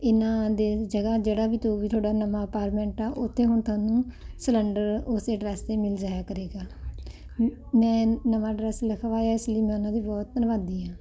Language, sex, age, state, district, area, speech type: Punjabi, female, 45-60, Punjab, Ludhiana, urban, spontaneous